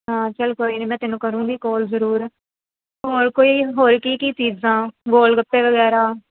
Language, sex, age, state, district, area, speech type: Punjabi, female, 18-30, Punjab, Firozpur, rural, conversation